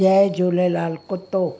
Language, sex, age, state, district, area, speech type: Sindhi, female, 60+, Gujarat, Surat, urban, read